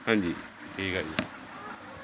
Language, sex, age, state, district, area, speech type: Punjabi, male, 60+, Punjab, Pathankot, urban, spontaneous